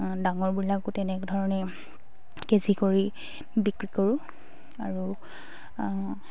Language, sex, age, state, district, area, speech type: Assamese, female, 18-30, Assam, Sivasagar, rural, spontaneous